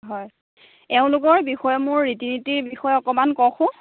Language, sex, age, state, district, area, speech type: Assamese, female, 30-45, Assam, Lakhimpur, rural, conversation